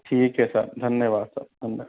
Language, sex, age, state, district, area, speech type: Hindi, male, 60+, Rajasthan, Jaipur, urban, conversation